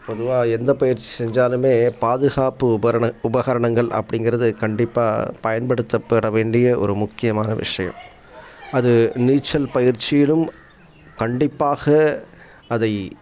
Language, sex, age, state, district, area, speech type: Tamil, male, 60+, Tamil Nadu, Tiruppur, rural, spontaneous